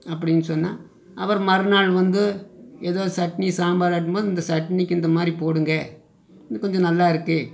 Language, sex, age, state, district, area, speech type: Tamil, male, 45-60, Tamil Nadu, Coimbatore, rural, spontaneous